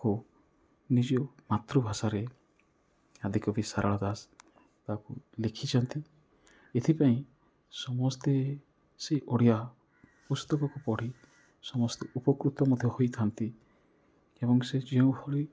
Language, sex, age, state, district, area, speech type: Odia, male, 30-45, Odisha, Rayagada, rural, spontaneous